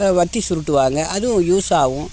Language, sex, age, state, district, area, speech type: Tamil, female, 60+, Tamil Nadu, Tiruvannamalai, rural, spontaneous